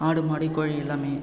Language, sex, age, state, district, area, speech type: Tamil, male, 30-45, Tamil Nadu, Cuddalore, rural, spontaneous